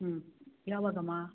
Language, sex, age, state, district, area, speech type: Kannada, female, 60+, Karnataka, Bangalore Rural, rural, conversation